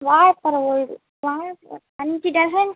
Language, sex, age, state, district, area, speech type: Tamil, female, 18-30, Tamil Nadu, Kallakurichi, rural, conversation